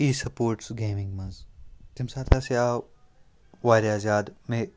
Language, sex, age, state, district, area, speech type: Kashmiri, male, 30-45, Jammu and Kashmir, Kupwara, rural, spontaneous